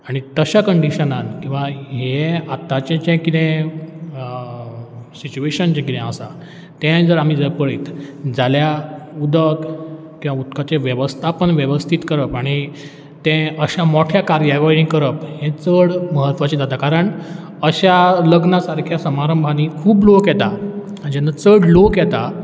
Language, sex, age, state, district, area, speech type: Goan Konkani, male, 30-45, Goa, Ponda, rural, spontaneous